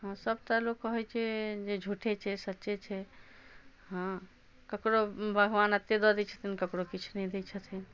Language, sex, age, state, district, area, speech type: Maithili, female, 60+, Bihar, Madhubani, rural, spontaneous